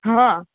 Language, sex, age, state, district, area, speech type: Gujarati, female, 18-30, Gujarat, Rajkot, urban, conversation